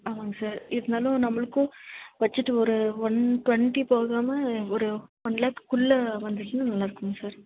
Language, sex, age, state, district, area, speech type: Tamil, female, 30-45, Tamil Nadu, Nilgiris, rural, conversation